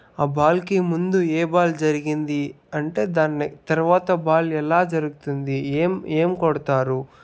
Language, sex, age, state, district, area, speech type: Telugu, male, 30-45, Andhra Pradesh, Sri Balaji, rural, spontaneous